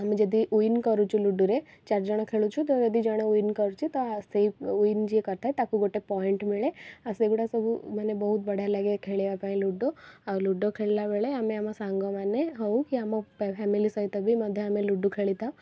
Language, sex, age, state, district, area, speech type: Odia, female, 18-30, Odisha, Cuttack, urban, spontaneous